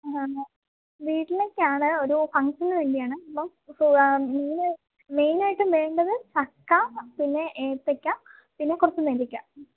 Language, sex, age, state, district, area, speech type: Malayalam, female, 18-30, Kerala, Idukki, rural, conversation